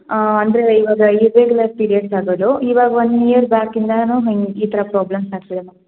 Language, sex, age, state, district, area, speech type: Kannada, female, 18-30, Karnataka, Hassan, urban, conversation